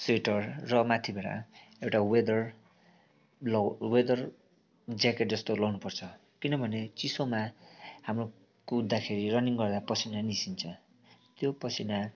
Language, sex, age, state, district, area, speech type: Nepali, male, 18-30, West Bengal, Darjeeling, urban, spontaneous